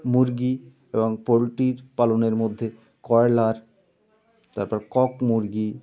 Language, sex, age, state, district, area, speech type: Bengali, male, 30-45, West Bengal, North 24 Parganas, rural, spontaneous